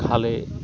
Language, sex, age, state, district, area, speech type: Bengali, male, 30-45, West Bengal, Birbhum, urban, spontaneous